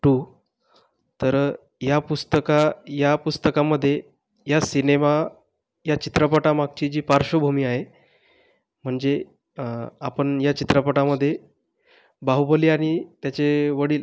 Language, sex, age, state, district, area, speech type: Marathi, male, 18-30, Maharashtra, Buldhana, rural, spontaneous